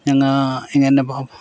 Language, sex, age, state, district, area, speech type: Malayalam, male, 45-60, Kerala, Kasaragod, rural, spontaneous